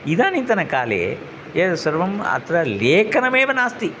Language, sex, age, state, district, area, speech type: Sanskrit, male, 60+, Tamil Nadu, Thanjavur, urban, spontaneous